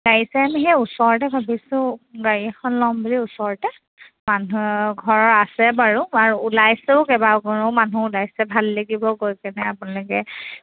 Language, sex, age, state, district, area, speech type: Assamese, female, 30-45, Assam, Charaideo, rural, conversation